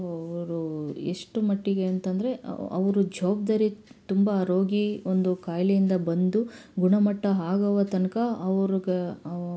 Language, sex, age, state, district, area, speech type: Kannada, female, 30-45, Karnataka, Chitradurga, urban, spontaneous